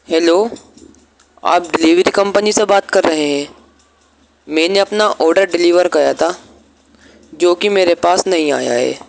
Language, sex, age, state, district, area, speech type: Urdu, male, 18-30, Delhi, East Delhi, urban, spontaneous